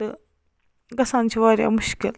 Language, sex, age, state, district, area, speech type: Kashmiri, female, 45-60, Jammu and Kashmir, Baramulla, rural, spontaneous